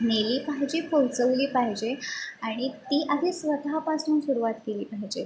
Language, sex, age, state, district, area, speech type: Marathi, female, 18-30, Maharashtra, Sindhudurg, rural, spontaneous